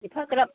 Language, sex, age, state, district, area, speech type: Bodo, female, 60+, Assam, Kokrajhar, urban, conversation